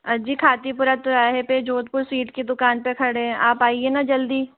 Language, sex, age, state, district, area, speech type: Hindi, female, 45-60, Rajasthan, Jaipur, urban, conversation